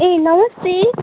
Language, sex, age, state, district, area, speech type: Nepali, female, 18-30, West Bengal, Kalimpong, rural, conversation